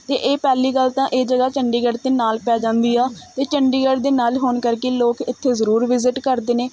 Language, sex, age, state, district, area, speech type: Punjabi, female, 30-45, Punjab, Mohali, urban, spontaneous